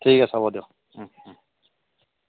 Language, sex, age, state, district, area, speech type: Assamese, male, 45-60, Assam, Lakhimpur, rural, conversation